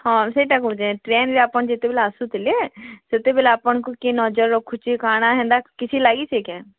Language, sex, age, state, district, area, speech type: Odia, female, 18-30, Odisha, Bargarh, urban, conversation